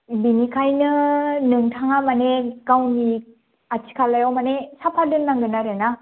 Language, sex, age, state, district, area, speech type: Bodo, female, 18-30, Assam, Kokrajhar, rural, conversation